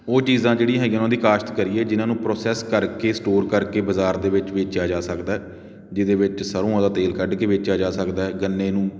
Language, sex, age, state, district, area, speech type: Punjabi, male, 30-45, Punjab, Patiala, rural, spontaneous